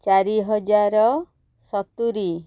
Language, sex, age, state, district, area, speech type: Odia, female, 45-60, Odisha, Kendrapara, urban, spontaneous